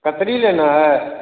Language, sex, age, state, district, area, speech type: Hindi, male, 30-45, Bihar, Begusarai, rural, conversation